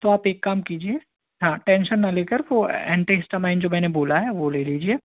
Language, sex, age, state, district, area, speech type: Hindi, male, 18-30, Madhya Pradesh, Hoshangabad, rural, conversation